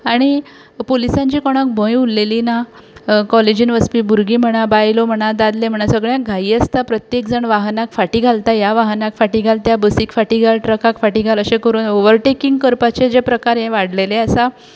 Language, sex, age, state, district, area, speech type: Goan Konkani, female, 30-45, Goa, Tiswadi, rural, spontaneous